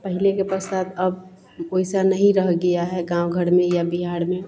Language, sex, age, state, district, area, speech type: Hindi, female, 45-60, Bihar, Vaishali, urban, spontaneous